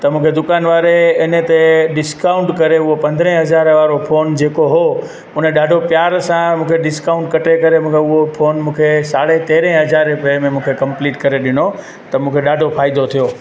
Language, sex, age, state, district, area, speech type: Sindhi, male, 30-45, Gujarat, Junagadh, rural, spontaneous